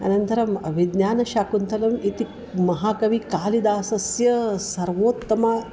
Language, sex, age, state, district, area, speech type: Sanskrit, female, 45-60, Maharashtra, Nagpur, urban, spontaneous